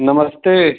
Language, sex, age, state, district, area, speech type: Hindi, male, 45-60, Uttar Pradesh, Mau, urban, conversation